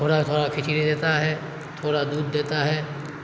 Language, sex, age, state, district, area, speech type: Urdu, male, 30-45, Bihar, Supaul, rural, spontaneous